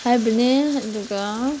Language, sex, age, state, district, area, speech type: Manipuri, female, 30-45, Manipur, Chandel, rural, spontaneous